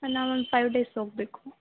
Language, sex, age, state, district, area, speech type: Kannada, female, 18-30, Karnataka, Hassan, rural, conversation